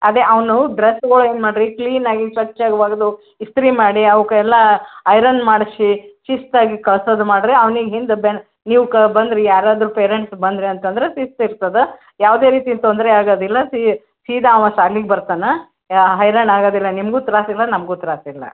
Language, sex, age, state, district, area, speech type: Kannada, female, 60+, Karnataka, Gulbarga, urban, conversation